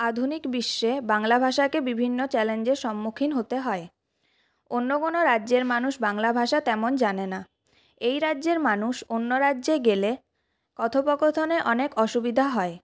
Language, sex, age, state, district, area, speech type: Bengali, female, 30-45, West Bengal, Purulia, urban, spontaneous